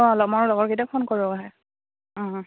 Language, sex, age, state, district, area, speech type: Assamese, female, 18-30, Assam, Goalpara, rural, conversation